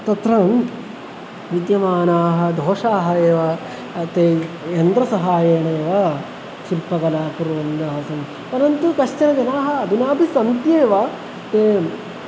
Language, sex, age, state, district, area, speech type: Sanskrit, male, 18-30, Kerala, Thrissur, urban, spontaneous